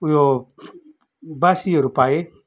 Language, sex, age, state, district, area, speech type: Nepali, male, 45-60, West Bengal, Kalimpong, rural, spontaneous